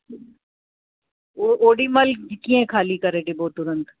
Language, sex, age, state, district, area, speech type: Sindhi, female, 60+, Uttar Pradesh, Lucknow, urban, conversation